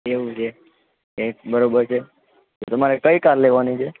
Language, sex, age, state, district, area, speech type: Gujarati, male, 18-30, Gujarat, Junagadh, urban, conversation